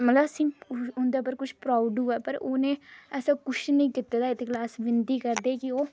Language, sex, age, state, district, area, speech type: Dogri, female, 30-45, Jammu and Kashmir, Reasi, rural, spontaneous